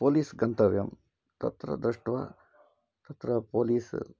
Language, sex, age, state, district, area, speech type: Sanskrit, male, 45-60, Karnataka, Shimoga, rural, spontaneous